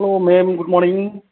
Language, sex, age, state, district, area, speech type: Nepali, male, 30-45, West Bengal, Darjeeling, rural, conversation